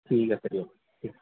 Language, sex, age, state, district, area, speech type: Assamese, male, 30-45, Assam, Golaghat, urban, conversation